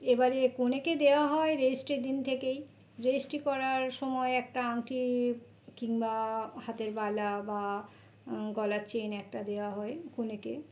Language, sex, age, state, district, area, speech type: Bengali, female, 45-60, West Bengal, North 24 Parganas, urban, spontaneous